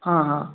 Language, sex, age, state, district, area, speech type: Hindi, male, 18-30, Madhya Pradesh, Bhopal, urban, conversation